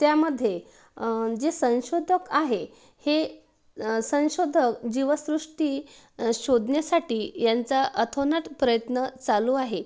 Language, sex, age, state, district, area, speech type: Marathi, female, 30-45, Maharashtra, Wardha, urban, spontaneous